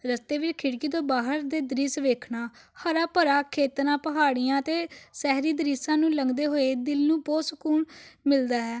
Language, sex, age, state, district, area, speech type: Punjabi, female, 18-30, Punjab, Amritsar, urban, spontaneous